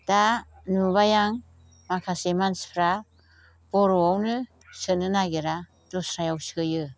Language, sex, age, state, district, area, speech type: Bodo, female, 60+, Assam, Chirang, rural, spontaneous